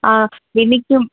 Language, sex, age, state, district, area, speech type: Malayalam, female, 18-30, Kerala, Thiruvananthapuram, rural, conversation